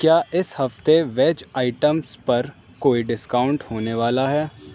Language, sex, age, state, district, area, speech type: Urdu, male, 18-30, Uttar Pradesh, Aligarh, urban, read